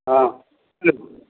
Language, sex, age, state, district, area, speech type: Maithili, male, 60+, Bihar, Samastipur, rural, conversation